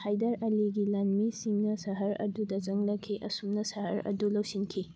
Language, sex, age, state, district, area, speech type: Manipuri, female, 18-30, Manipur, Thoubal, rural, read